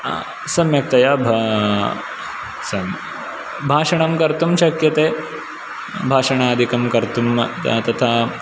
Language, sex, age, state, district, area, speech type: Sanskrit, male, 18-30, Karnataka, Uttara Kannada, urban, spontaneous